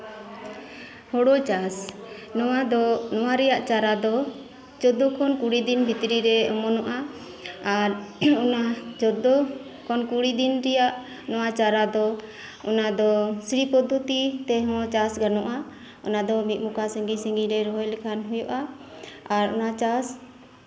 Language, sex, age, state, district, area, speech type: Santali, female, 45-60, West Bengal, Birbhum, rural, spontaneous